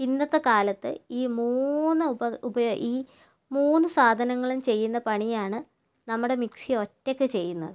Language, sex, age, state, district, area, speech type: Malayalam, female, 30-45, Kerala, Kannur, rural, spontaneous